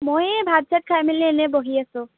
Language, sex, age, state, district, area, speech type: Assamese, female, 18-30, Assam, Dhemaji, urban, conversation